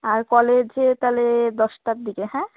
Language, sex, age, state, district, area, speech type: Bengali, female, 18-30, West Bengal, Alipurduar, rural, conversation